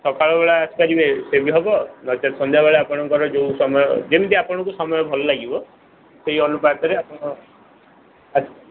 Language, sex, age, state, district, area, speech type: Odia, male, 45-60, Odisha, Sundergarh, rural, conversation